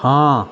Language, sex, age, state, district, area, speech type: Maithili, male, 45-60, Bihar, Madhubani, rural, read